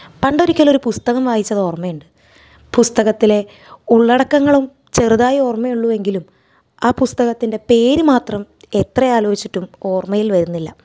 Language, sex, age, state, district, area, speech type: Malayalam, female, 30-45, Kerala, Thrissur, urban, spontaneous